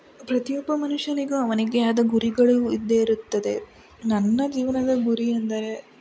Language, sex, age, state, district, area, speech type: Kannada, female, 45-60, Karnataka, Chikkaballapur, rural, spontaneous